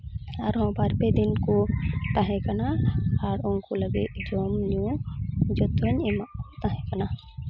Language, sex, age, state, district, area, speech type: Santali, female, 30-45, West Bengal, Malda, rural, spontaneous